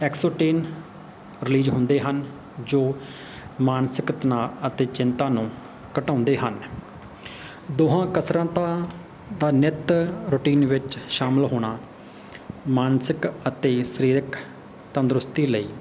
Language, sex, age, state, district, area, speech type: Punjabi, male, 30-45, Punjab, Faridkot, urban, spontaneous